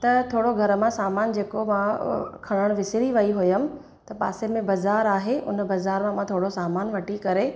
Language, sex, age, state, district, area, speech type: Sindhi, female, 30-45, Gujarat, Surat, urban, spontaneous